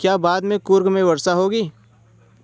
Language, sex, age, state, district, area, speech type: Hindi, male, 18-30, Uttar Pradesh, Bhadohi, urban, read